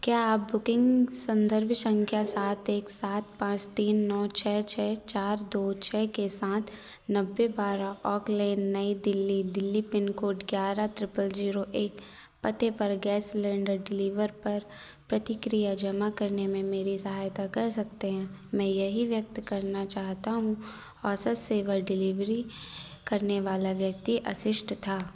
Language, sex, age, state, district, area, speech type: Hindi, female, 18-30, Madhya Pradesh, Narsinghpur, rural, read